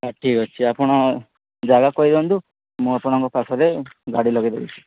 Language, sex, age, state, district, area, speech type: Odia, male, 30-45, Odisha, Sambalpur, rural, conversation